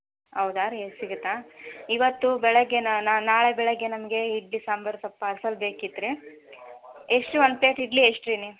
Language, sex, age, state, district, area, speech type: Kannada, female, 18-30, Karnataka, Koppal, rural, conversation